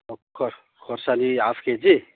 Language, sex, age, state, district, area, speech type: Nepali, male, 45-60, West Bengal, Darjeeling, rural, conversation